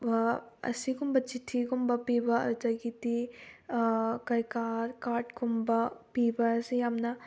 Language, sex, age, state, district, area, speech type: Manipuri, female, 18-30, Manipur, Bishnupur, rural, spontaneous